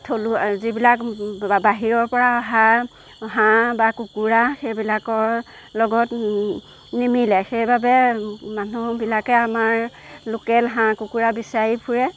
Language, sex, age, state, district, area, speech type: Assamese, female, 30-45, Assam, Golaghat, rural, spontaneous